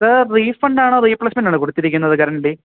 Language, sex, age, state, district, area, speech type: Malayalam, male, 18-30, Kerala, Idukki, rural, conversation